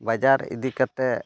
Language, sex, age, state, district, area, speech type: Santali, male, 30-45, Jharkhand, Pakur, rural, spontaneous